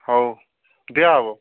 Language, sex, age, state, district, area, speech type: Odia, male, 45-60, Odisha, Nabarangpur, rural, conversation